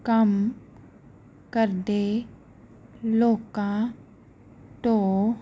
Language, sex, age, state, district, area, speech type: Punjabi, female, 30-45, Punjab, Fazilka, rural, spontaneous